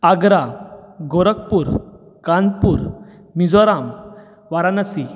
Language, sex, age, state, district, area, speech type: Goan Konkani, male, 30-45, Goa, Bardez, rural, spontaneous